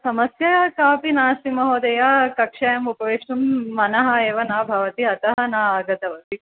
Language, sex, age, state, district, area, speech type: Sanskrit, female, 18-30, Andhra Pradesh, Chittoor, urban, conversation